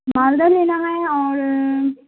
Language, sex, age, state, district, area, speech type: Urdu, female, 18-30, Bihar, Khagaria, rural, conversation